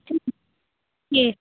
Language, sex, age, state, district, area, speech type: Hindi, female, 45-60, Uttar Pradesh, Prayagraj, rural, conversation